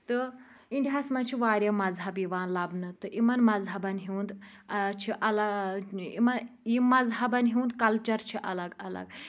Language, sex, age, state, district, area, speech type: Kashmiri, female, 18-30, Jammu and Kashmir, Pulwama, rural, spontaneous